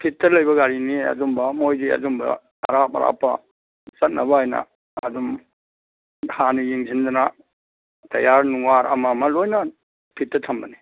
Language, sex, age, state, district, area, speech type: Manipuri, male, 60+, Manipur, Imphal East, rural, conversation